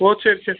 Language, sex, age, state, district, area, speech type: Tamil, male, 45-60, Tamil Nadu, Pudukkottai, rural, conversation